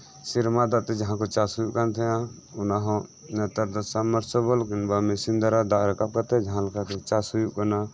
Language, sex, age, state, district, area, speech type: Santali, male, 30-45, West Bengal, Birbhum, rural, spontaneous